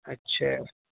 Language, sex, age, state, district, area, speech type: Urdu, male, 18-30, Bihar, Araria, rural, conversation